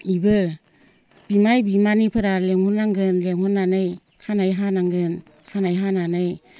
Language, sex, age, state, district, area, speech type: Bodo, female, 60+, Assam, Baksa, rural, spontaneous